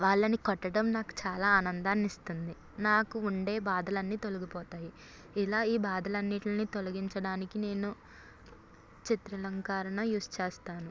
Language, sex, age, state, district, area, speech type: Telugu, female, 18-30, Andhra Pradesh, Eluru, rural, spontaneous